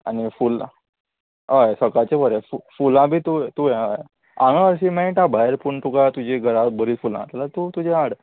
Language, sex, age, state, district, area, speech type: Goan Konkani, male, 18-30, Goa, Salcete, urban, conversation